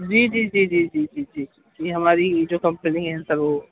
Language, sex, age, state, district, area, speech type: Urdu, male, 30-45, Uttar Pradesh, Gautam Buddha Nagar, urban, conversation